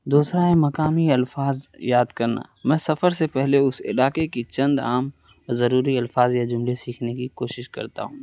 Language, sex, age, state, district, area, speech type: Urdu, male, 18-30, Uttar Pradesh, Azamgarh, rural, spontaneous